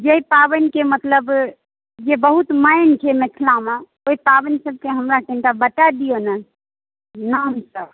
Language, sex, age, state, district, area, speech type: Maithili, female, 18-30, Bihar, Saharsa, rural, conversation